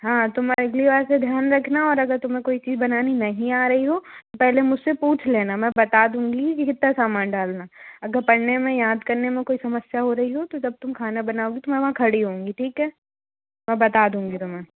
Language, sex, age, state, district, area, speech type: Hindi, female, 45-60, Madhya Pradesh, Bhopal, urban, conversation